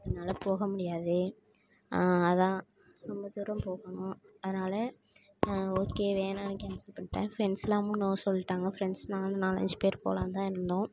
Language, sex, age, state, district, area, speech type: Tamil, female, 18-30, Tamil Nadu, Tiruvarur, rural, spontaneous